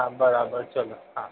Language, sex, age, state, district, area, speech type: Gujarati, male, 60+, Gujarat, Aravalli, urban, conversation